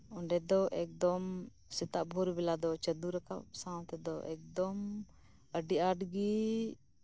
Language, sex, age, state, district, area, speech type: Santali, female, 30-45, West Bengal, Birbhum, rural, spontaneous